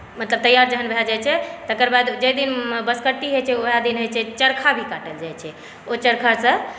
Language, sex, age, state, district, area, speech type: Maithili, female, 45-60, Bihar, Saharsa, urban, spontaneous